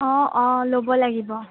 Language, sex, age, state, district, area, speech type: Assamese, female, 18-30, Assam, Sonitpur, rural, conversation